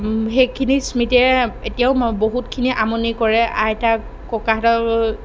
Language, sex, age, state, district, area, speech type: Assamese, female, 18-30, Assam, Darrang, rural, spontaneous